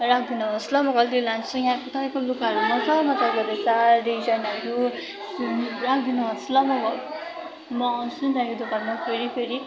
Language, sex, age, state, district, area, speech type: Nepali, female, 18-30, West Bengal, Darjeeling, rural, spontaneous